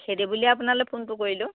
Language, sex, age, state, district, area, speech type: Assamese, female, 45-60, Assam, Golaghat, rural, conversation